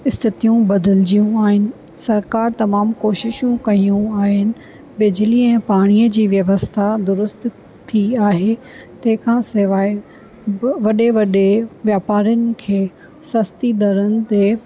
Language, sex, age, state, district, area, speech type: Sindhi, female, 45-60, Rajasthan, Ajmer, urban, spontaneous